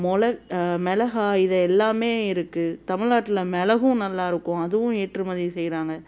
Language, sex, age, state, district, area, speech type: Tamil, female, 30-45, Tamil Nadu, Madurai, urban, spontaneous